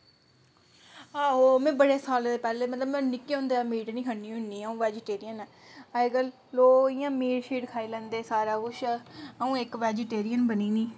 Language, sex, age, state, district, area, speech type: Dogri, female, 30-45, Jammu and Kashmir, Samba, rural, spontaneous